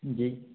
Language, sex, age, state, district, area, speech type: Hindi, male, 18-30, Madhya Pradesh, Betul, urban, conversation